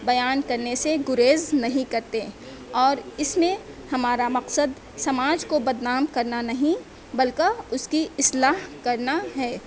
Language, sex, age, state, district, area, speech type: Urdu, female, 18-30, Uttar Pradesh, Mau, urban, spontaneous